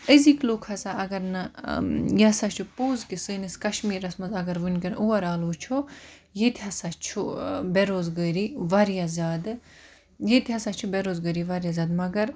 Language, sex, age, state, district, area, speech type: Kashmiri, female, 30-45, Jammu and Kashmir, Budgam, rural, spontaneous